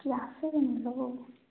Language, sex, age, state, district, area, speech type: Odia, female, 18-30, Odisha, Koraput, urban, conversation